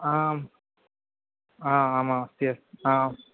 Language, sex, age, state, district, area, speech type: Sanskrit, male, 18-30, Kerala, Thiruvananthapuram, urban, conversation